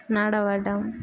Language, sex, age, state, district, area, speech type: Telugu, female, 18-30, Andhra Pradesh, Guntur, rural, spontaneous